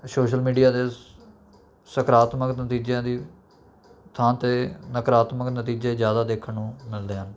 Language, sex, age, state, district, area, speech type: Punjabi, male, 18-30, Punjab, Rupnagar, rural, spontaneous